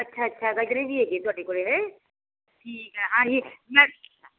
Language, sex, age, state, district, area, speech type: Punjabi, female, 45-60, Punjab, Firozpur, rural, conversation